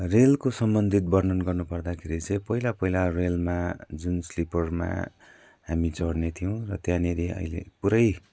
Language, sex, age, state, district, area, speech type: Nepali, male, 45-60, West Bengal, Jalpaiguri, urban, spontaneous